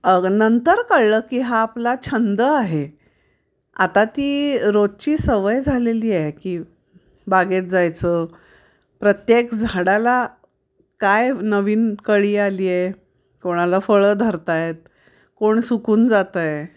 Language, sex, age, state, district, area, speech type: Marathi, female, 45-60, Maharashtra, Pune, urban, spontaneous